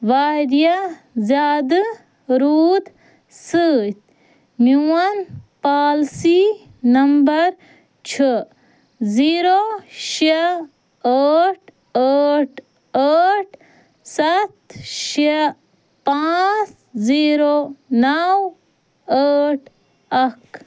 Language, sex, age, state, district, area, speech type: Kashmiri, female, 30-45, Jammu and Kashmir, Ganderbal, rural, read